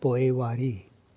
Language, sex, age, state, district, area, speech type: Sindhi, male, 45-60, Delhi, South Delhi, urban, read